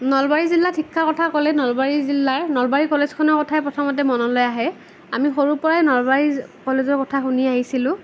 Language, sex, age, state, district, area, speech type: Assamese, female, 18-30, Assam, Nalbari, rural, spontaneous